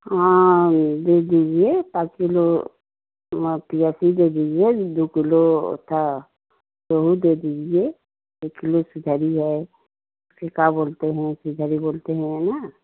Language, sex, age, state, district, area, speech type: Hindi, female, 30-45, Uttar Pradesh, Jaunpur, rural, conversation